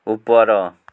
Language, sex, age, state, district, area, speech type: Odia, male, 45-60, Odisha, Mayurbhanj, rural, read